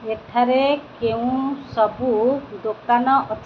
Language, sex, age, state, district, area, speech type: Odia, female, 60+, Odisha, Kendrapara, urban, read